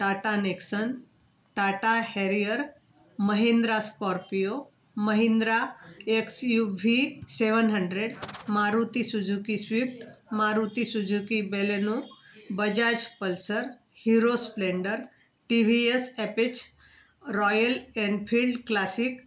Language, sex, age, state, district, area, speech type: Marathi, female, 60+, Maharashtra, Wardha, urban, spontaneous